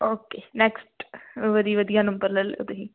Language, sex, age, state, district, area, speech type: Punjabi, female, 18-30, Punjab, Amritsar, urban, conversation